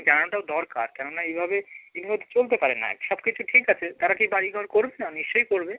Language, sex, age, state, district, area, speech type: Bengali, male, 30-45, West Bengal, Hooghly, urban, conversation